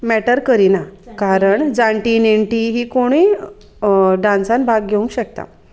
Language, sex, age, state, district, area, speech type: Goan Konkani, female, 30-45, Goa, Sanguem, rural, spontaneous